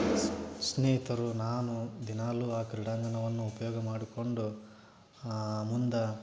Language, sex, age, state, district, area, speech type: Kannada, male, 30-45, Karnataka, Gadag, rural, spontaneous